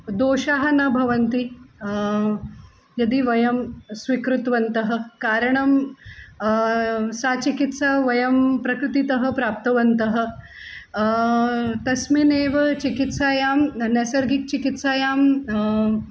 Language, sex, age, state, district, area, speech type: Sanskrit, female, 45-60, Maharashtra, Nagpur, urban, spontaneous